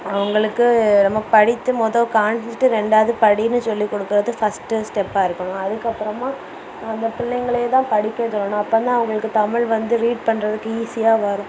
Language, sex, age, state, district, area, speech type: Tamil, female, 18-30, Tamil Nadu, Kanyakumari, rural, spontaneous